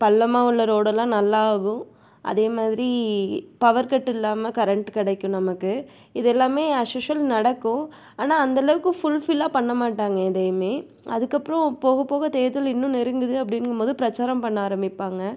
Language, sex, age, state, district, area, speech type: Tamil, female, 45-60, Tamil Nadu, Tiruvarur, rural, spontaneous